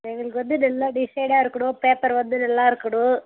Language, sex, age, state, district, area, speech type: Tamil, female, 30-45, Tamil Nadu, Tirupattur, rural, conversation